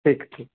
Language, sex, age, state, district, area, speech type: Hindi, male, 18-30, Bihar, Vaishali, rural, conversation